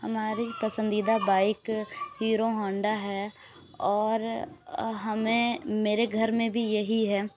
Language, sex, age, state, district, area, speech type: Urdu, female, 18-30, Uttar Pradesh, Lucknow, urban, spontaneous